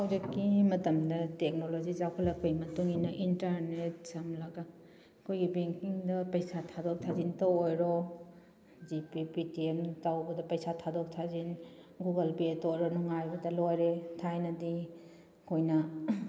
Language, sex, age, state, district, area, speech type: Manipuri, female, 45-60, Manipur, Kakching, rural, spontaneous